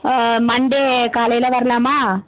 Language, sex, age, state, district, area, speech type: Tamil, female, 60+, Tamil Nadu, Sivaganga, rural, conversation